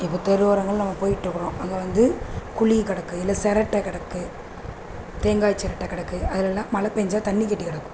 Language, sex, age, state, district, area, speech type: Tamil, female, 30-45, Tamil Nadu, Tiruvallur, urban, spontaneous